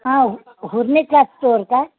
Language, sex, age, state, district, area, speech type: Marathi, female, 60+, Maharashtra, Nanded, rural, conversation